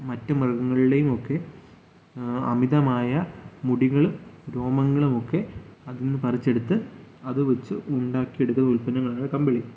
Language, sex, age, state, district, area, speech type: Malayalam, male, 18-30, Kerala, Kottayam, rural, spontaneous